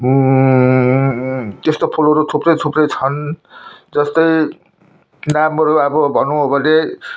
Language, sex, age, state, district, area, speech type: Nepali, male, 60+, West Bengal, Jalpaiguri, urban, spontaneous